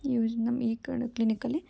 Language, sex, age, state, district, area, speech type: Kannada, female, 18-30, Karnataka, Koppal, urban, spontaneous